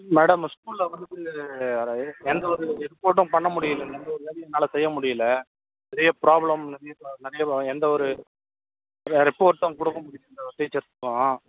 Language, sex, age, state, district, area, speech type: Tamil, male, 18-30, Tamil Nadu, Ranipet, urban, conversation